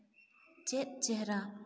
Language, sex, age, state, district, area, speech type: Santali, female, 18-30, West Bengal, Jhargram, rural, read